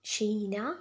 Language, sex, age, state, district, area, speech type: Malayalam, female, 18-30, Kerala, Wayanad, rural, spontaneous